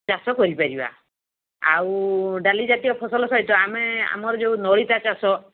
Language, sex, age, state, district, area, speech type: Odia, female, 45-60, Odisha, Balasore, rural, conversation